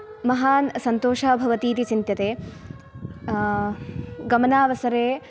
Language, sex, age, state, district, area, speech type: Sanskrit, female, 18-30, Kerala, Kasaragod, rural, spontaneous